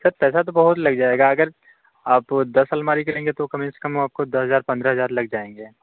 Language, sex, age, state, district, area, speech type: Hindi, male, 30-45, Uttar Pradesh, Bhadohi, rural, conversation